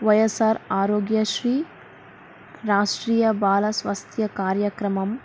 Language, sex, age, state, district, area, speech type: Telugu, female, 18-30, Andhra Pradesh, Nandyal, urban, spontaneous